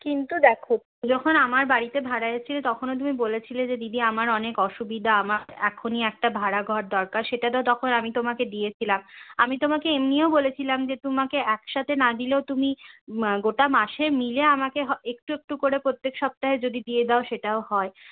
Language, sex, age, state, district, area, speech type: Bengali, female, 60+, West Bengal, Purulia, rural, conversation